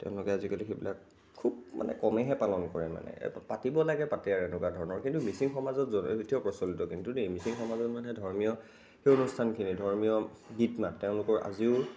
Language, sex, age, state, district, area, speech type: Assamese, male, 45-60, Assam, Nagaon, rural, spontaneous